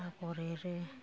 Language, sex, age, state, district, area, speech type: Bodo, female, 60+, Assam, Kokrajhar, rural, spontaneous